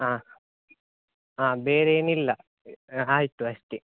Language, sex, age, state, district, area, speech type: Kannada, male, 18-30, Karnataka, Dakshina Kannada, rural, conversation